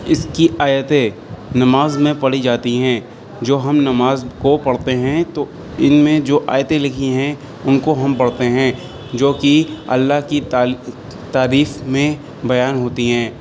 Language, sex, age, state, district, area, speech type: Urdu, male, 18-30, Uttar Pradesh, Shahjahanpur, urban, spontaneous